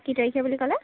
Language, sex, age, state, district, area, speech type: Assamese, female, 30-45, Assam, Dibrugarh, urban, conversation